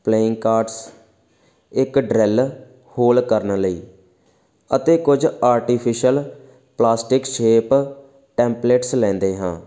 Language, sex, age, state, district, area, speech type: Punjabi, male, 18-30, Punjab, Faridkot, urban, spontaneous